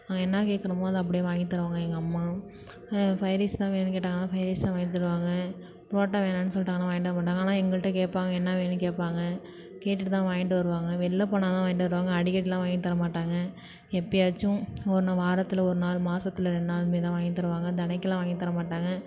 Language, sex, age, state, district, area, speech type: Tamil, female, 18-30, Tamil Nadu, Thanjavur, urban, spontaneous